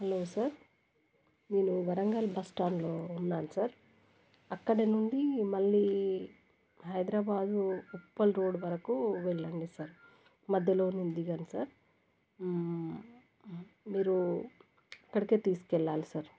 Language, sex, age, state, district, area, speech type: Telugu, female, 30-45, Telangana, Warangal, rural, spontaneous